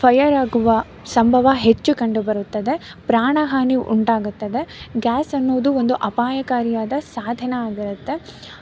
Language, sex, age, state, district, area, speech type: Kannada, female, 18-30, Karnataka, Mysore, rural, spontaneous